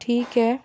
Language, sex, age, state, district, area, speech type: Hindi, female, 45-60, Rajasthan, Jaipur, urban, spontaneous